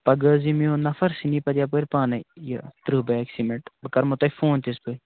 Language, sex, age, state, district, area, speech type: Kashmiri, male, 30-45, Jammu and Kashmir, Kupwara, rural, conversation